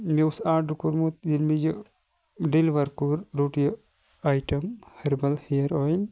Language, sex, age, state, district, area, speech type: Kashmiri, male, 30-45, Jammu and Kashmir, Kupwara, rural, spontaneous